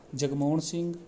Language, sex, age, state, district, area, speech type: Punjabi, male, 30-45, Punjab, Rupnagar, rural, spontaneous